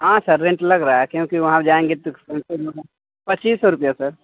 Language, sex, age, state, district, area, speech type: Hindi, male, 30-45, Uttar Pradesh, Azamgarh, rural, conversation